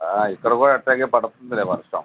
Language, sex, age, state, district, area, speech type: Telugu, male, 45-60, Andhra Pradesh, N T Rama Rao, urban, conversation